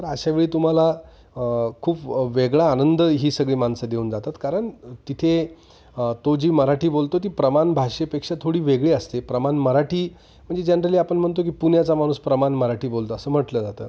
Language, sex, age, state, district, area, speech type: Marathi, male, 45-60, Maharashtra, Nashik, urban, spontaneous